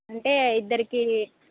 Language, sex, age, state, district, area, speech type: Telugu, female, 30-45, Telangana, Hanamkonda, urban, conversation